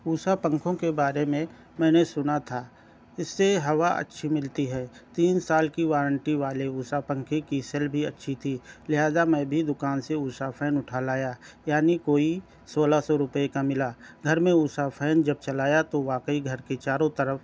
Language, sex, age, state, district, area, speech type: Urdu, male, 30-45, Delhi, South Delhi, urban, spontaneous